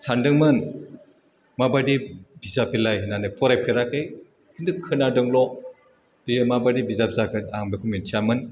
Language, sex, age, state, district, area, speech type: Bodo, male, 60+, Assam, Chirang, urban, spontaneous